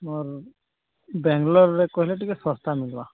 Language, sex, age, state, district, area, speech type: Odia, male, 45-60, Odisha, Nuapada, urban, conversation